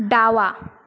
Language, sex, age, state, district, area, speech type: Marathi, female, 18-30, Maharashtra, Sindhudurg, rural, read